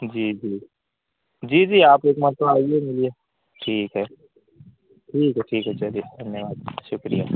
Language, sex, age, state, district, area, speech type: Urdu, male, 18-30, Uttar Pradesh, Azamgarh, rural, conversation